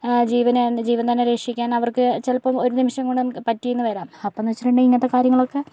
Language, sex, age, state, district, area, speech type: Malayalam, female, 60+, Kerala, Kozhikode, urban, spontaneous